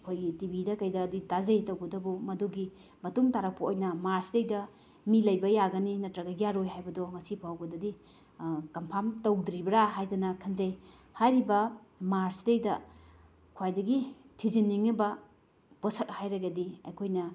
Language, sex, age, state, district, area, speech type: Manipuri, female, 30-45, Manipur, Bishnupur, rural, spontaneous